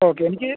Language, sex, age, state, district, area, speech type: Malayalam, male, 30-45, Kerala, Alappuzha, rural, conversation